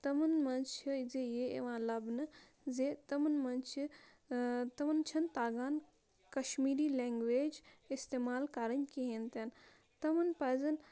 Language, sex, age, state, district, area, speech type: Kashmiri, female, 18-30, Jammu and Kashmir, Bandipora, rural, spontaneous